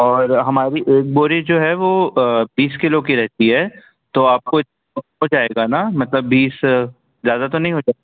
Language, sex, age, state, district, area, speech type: Hindi, male, 30-45, Madhya Pradesh, Jabalpur, urban, conversation